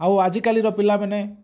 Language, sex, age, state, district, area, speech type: Odia, male, 45-60, Odisha, Bargarh, rural, spontaneous